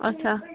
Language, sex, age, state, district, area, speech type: Kashmiri, female, 30-45, Jammu and Kashmir, Bandipora, rural, conversation